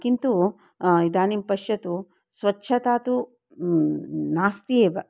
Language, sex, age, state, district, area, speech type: Sanskrit, female, 60+, Karnataka, Dharwad, urban, spontaneous